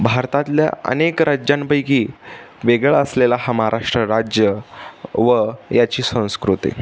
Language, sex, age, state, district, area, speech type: Marathi, male, 18-30, Maharashtra, Pune, urban, spontaneous